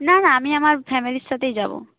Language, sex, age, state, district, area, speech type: Bengali, female, 30-45, West Bengal, Jhargram, rural, conversation